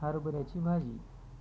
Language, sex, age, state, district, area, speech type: Marathi, male, 30-45, Maharashtra, Hingoli, urban, spontaneous